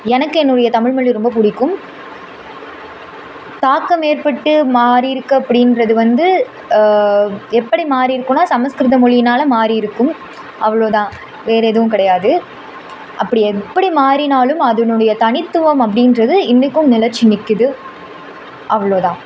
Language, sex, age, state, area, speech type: Tamil, female, 18-30, Tamil Nadu, urban, spontaneous